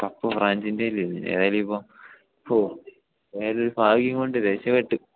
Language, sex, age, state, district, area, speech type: Malayalam, male, 18-30, Kerala, Idukki, rural, conversation